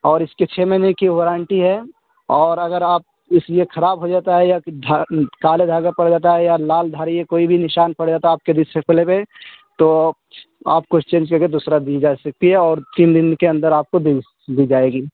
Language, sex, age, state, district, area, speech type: Urdu, male, 18-30, Uttar Pradesh, Saharanpur, urban, conversation